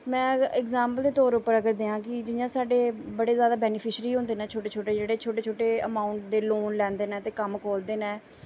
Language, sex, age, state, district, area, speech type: Dogri, female, 18-30, Jammu and Kashmir, Samba, rural, spontaneous